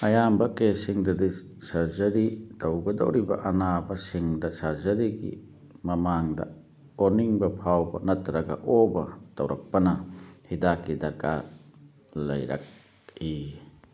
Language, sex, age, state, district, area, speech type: Manipuri, male, 60+, Manipur, Churachandpur, urban, read